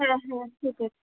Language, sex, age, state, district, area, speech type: Bengali, female, 18-30, West Bengal, Purba Bardhaman, urban, conversation